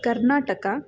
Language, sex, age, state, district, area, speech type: Kannada, female, 18-30, Karnataka, Chitradurga, urban, spontaneous